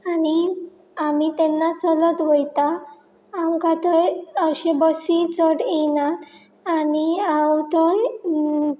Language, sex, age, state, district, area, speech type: Goan Konkani, female, 18-30, Goa, Pernem, rural, spontaneous